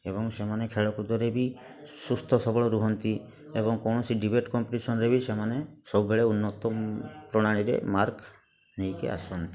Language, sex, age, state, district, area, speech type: Odia, male, 45-60, Odisha, Mayurbhanj, rural, spontaneous